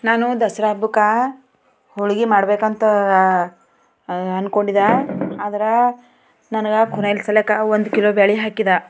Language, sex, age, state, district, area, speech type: Kannada, female, 45-60, Karnataka, Bidar, urban, spontaneous